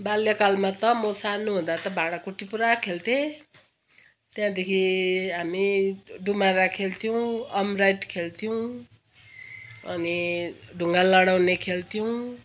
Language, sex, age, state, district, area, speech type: Nepali, female, 60+, West Bengal, Kalimpong, rural, spontaneous